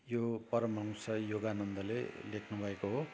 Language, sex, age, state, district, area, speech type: Nepali, male, 60+, West Bengal, Kalimpong, rural, spontaneous